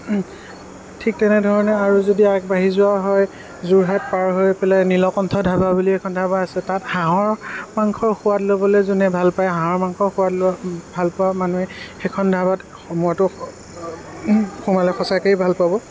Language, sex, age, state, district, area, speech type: Assamese, male, 30-45, Assam, Sonitpur, urban, spontaneous